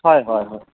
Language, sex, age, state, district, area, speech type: Assamese, male, 45-60, Assam, Golaghat, urban, conversation